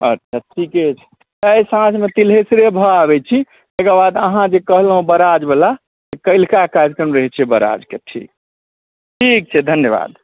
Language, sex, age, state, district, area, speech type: Maithili, male, 45-60, Bihar, Supaul, rural, conversation